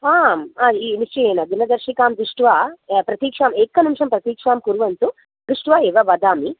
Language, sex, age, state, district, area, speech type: Sanskrit, female, 30-45, Tamil Nadu, Chennai, urban, conversation